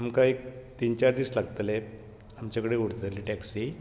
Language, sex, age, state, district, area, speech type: Goan Konkani, male, 60+, Goa, Bardez, rural, spontaneous